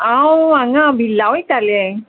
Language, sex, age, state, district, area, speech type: Goan Konkani, female, 45-60, Goa, Murmgao, urban, conversation